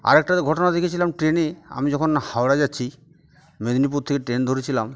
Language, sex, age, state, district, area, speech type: Bengali, male, 45-60, West Bengal, Uttar Dinajpur, urban, spontaneous